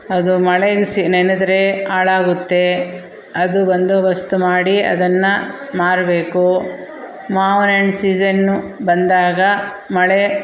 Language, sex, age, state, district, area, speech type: Kannada, female, 45-60, Karnataka, Bangalore Rural, rural, spontaneous